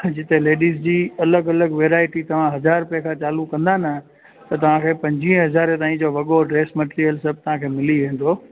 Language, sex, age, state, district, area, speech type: Sindhi, male, 30-45, Gujarat, Junagadh, rural, conversation